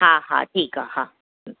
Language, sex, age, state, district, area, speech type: Sindhi, female, 30-45, Maharashtra, Thane, urban, conversation